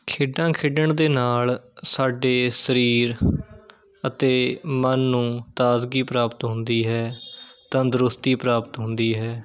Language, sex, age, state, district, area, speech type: Punjabi, male, 18-30, Punjab, Shaheed Bhagat Singh Nagar, urban, spontaneous